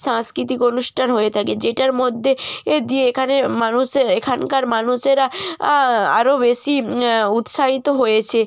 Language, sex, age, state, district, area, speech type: Bengali, female, 18-30, West Bengal, North 24 Parganas, rural, spontaneous